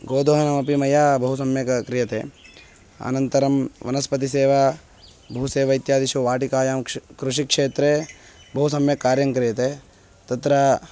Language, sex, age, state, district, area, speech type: Sanskrit, male, 18-30, Karnataka, Bangalore Rural, urban, spontaneous